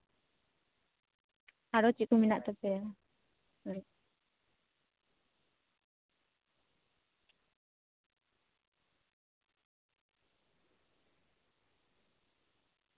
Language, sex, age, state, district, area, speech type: Santali, female, 30-45, West Bengal, Paschim Bardhaman, rural, conversation